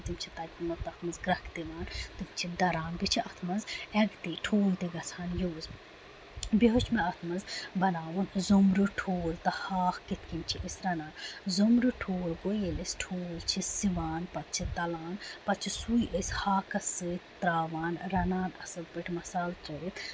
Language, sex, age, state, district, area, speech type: Kashmiri, female, 18-30, Jammu and Kashmir, Ganderbal, rural, spontaneous